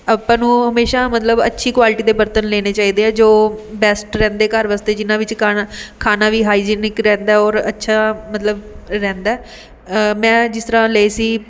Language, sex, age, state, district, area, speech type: Punjabi, female, 30-45, Punjab, Mohali, urban, spontaneous